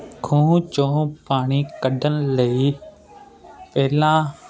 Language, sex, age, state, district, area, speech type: Punjabi, male, 30-45, Punjab, Ludhiana, urban, spontaneous